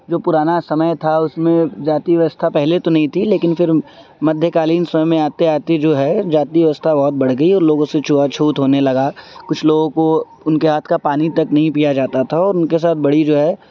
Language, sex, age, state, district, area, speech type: Urdu, male, 18-30, Delhi, Central Delhi, urban, spontaneous